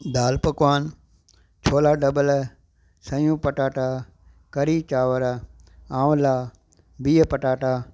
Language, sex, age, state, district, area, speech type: Sindhi, male, 60+, Gujarat, Kutch, urban, spontaneous